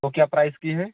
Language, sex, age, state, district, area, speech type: Hindi, male, 18-30, Uttar Pradesh, Jaunpur, rural, conversation